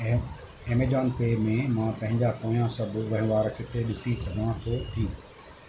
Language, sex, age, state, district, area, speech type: Sindhi, male, 60+, Maharashtra, Thane, urban, read